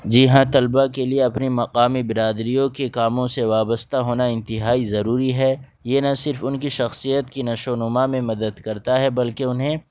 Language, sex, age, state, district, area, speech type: Urdu, male, 18-30, Delhi, North West Delhi, urban, spontaneous